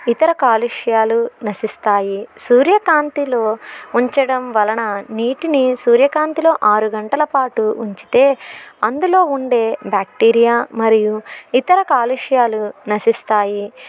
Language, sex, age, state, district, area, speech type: Telugu, female, 30-45, Andhra Pradesh, Eluru, rural, spontaneous